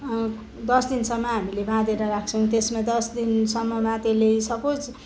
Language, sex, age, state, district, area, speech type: Nepali, female, 30-45, West Bengal, Kalimpong, rural, spontaneous